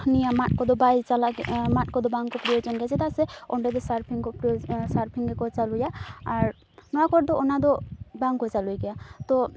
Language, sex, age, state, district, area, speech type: Santali, female, 18-30, West Bengal, Purulia, rural, spontaneous